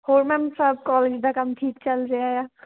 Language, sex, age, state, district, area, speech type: Punjabi, female, 18-30, Punjab, Shaheed Bhagat Singh Nagar, urban, conversation